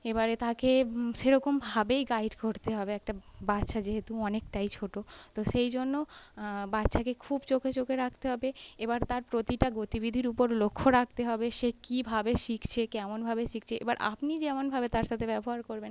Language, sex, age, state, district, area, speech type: Bengali, female, 18-30, West Bengal, North 24 Parganas, urban, spontaneous